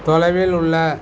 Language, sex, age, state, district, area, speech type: Tamil, male, 60+, Tamil Nadu, Cuddalore, urban, read